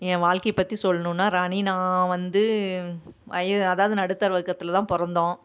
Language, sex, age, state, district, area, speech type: Tamil, female, 45-60, Tamil Nadu, Namakkal, rural, spontaneous